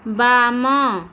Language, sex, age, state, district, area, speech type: Odia, female, 30-45, Odisha, Nayagarh, rural, read